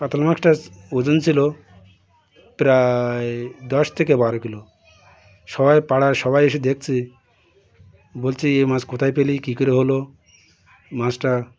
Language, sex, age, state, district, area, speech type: Bengali, male, 60+, West Bengal, Birbhum, urban, spontaneous